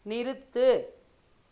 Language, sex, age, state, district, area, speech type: Tamil, female, 60+, Tamil Nadu, Dharmapuri, rural, read